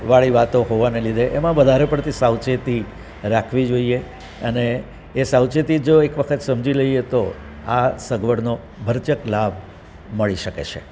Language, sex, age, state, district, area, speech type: Gujarati, male, 60+, Gujarat, Surat, urban, spontaneous